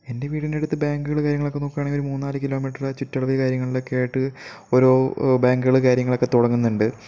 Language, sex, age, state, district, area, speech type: Malayalam, male, 18-30, Kerala, Kozhikode, rural, spontaneous